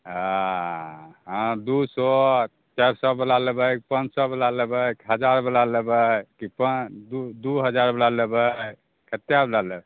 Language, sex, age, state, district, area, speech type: Maithili, male, 45-60, Bihar, Begusarai, rural, conversation